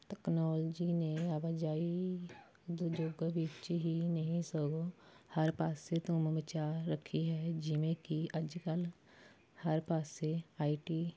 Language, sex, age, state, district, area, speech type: Punjabi, female, 18-30, Punjab, Fatehgarh Sahib, rural, spontaneous